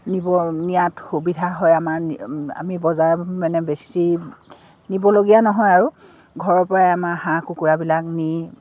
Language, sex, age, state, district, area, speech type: Assamese, female, 60+, Assam, Dibrugarh, rural, spontaneous